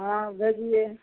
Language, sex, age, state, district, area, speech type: Maithili, female, 60+, Bihar, Araria, rural, conversation